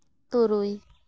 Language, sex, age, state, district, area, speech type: Santali, female, 18-30, West Bengal, Malda, rural, read